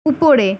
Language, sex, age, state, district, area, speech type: Bengali, female, 18-30, West Bengal, Kolkata, urban, read